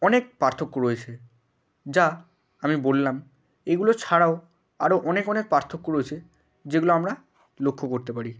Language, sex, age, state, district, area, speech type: Bengali, male, 18-30, West Bengal, Hooghly, urban, spontaneous